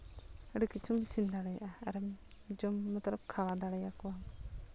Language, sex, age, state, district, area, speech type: Santali, female, 30-45, Jharkhand, Seraikela Kharsawan, rural, spontaneous